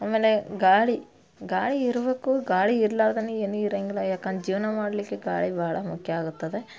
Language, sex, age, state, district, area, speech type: Kannada, female, 30-45, Karnataka, Dharwad, urban, spontaneous